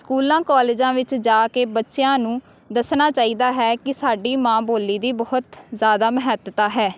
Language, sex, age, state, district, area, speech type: Punjabi, female, 18-30, Punjab, Amritsar, urban, spontaneous